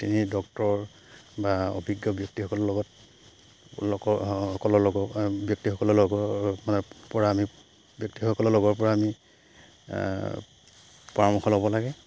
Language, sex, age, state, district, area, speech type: Assamese, male, 30-45, Assam, Charaideo, rural, spontaneous